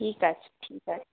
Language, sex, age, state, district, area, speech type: Bengali, other, 45-60, West Bengal, Purulia, rural, conversation